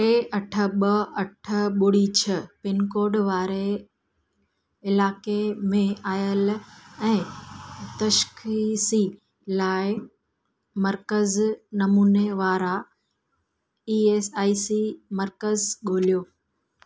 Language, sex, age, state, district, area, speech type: Sindhi, female, 45-60, Gujarat, Junagadh, urban, read